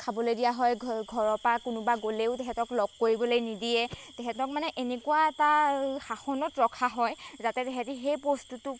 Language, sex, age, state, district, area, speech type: Assamese, female, 18-30, Assam, Golaghat, rural, spontaneous